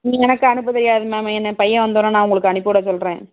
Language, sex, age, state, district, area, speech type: Tamil, female, 30-45, Tamil Nadu, Tiruvarur, rural, conversation